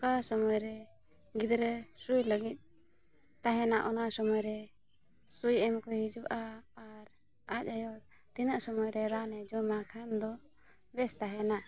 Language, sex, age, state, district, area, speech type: Santali, female, 18-30, Jharkhand, Bokaro, rural, spontaneous